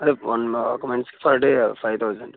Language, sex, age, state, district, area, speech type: Telugu, male, 30-45, Andhra Pradesh, Vizianagaram, rural, conversation